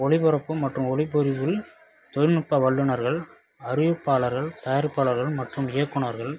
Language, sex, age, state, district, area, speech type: Tamil, male, 30-45, Tamil Nadu, Viluppuram, rural, spontaneous